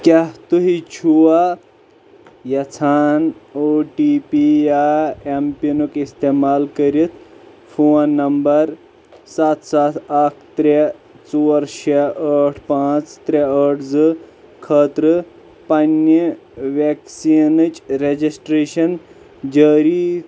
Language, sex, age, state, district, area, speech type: Kashmiri, male, 30-45, Jammu and Kashmir, Shopian, rural, read